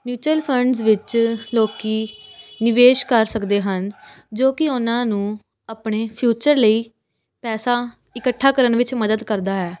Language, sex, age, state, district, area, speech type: Punjabi, female, 18-30, Punjab, Patiala, urban, spontaneous